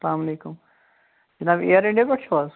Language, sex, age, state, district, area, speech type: Kashmiri, male, 45-60, Jammu and Kashmir, Shopian, urban, conversation